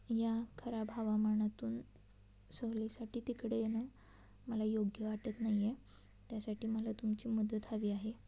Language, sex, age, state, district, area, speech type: Marathi, female, 18-30, Maharashtra, Satara, urban, spontaneous